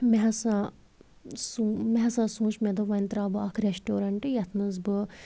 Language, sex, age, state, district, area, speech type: Kashmiri, female, 30-45, Jammu and Kashmir, Anantnag, rural, spontaneous